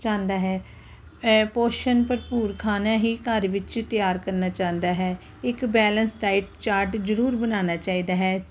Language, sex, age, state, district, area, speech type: Punjabi, female, 45-60, Punjab, Ludhiana, urban, spontaneous